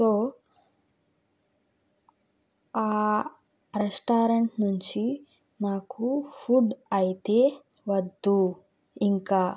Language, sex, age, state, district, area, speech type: Telugu, female, 18-30, Andhra Pradesh, Krishna, rural, spontaneous